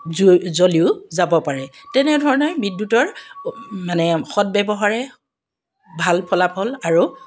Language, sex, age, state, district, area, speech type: Assamese, female, 45-60, Assam, Dibrugarh, urban, spontaneous